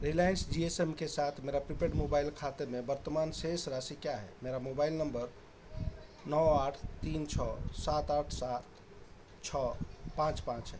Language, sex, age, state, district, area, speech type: Hindi, male, 45-60, Madhya Pradesh, Chhindwara, rural, read